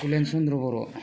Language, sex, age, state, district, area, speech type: Bodo, male, 45-60, Assam, Udalguri, rural, spontaneous